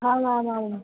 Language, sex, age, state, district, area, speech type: Sanskrit, female, 18-30, Maharashtra, Wardha, urban, conversation